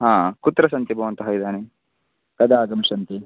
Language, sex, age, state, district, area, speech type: Sanskrit, male, 18-30, Karnataka, Bagalkot, rural, conversation